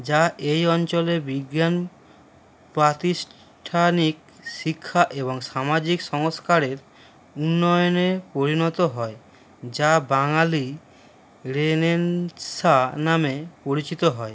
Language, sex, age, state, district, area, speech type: Bengali, male, 30-45, West Bengal, Howrah, urban, spontaneous